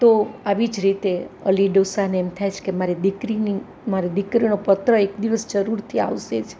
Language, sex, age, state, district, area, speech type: Gujarati, female, 60+, Gujarat, Rajkot, urban, spontaneous